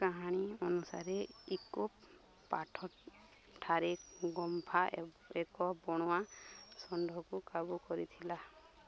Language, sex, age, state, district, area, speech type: Odia, female, 30-45, Odisha, Balangir, urban, read